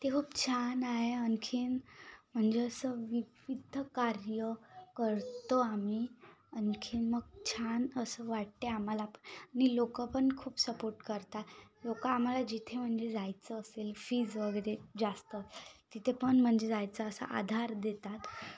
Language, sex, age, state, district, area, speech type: Marathi, female, 18-30, Maharashtra, Yavatmal, rural, spontaneous